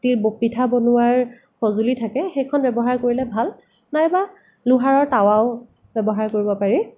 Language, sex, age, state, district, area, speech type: Assamese, female, 18-30, Assam, Nagaon, rural, spontaneous